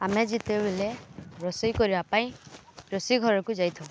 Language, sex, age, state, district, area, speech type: Odia, female, 18-30, Odisha, Balangir, urban, spontaneous